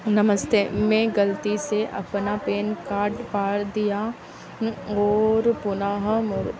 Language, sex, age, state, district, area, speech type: Hindi, female, 18-30, Madhya Pradesh, Harda, urban, read